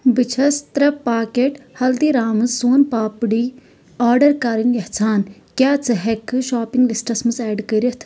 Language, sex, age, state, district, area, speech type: Kashmiri, female, 30-45, Jammu and Kashmir, Shopian, rural, read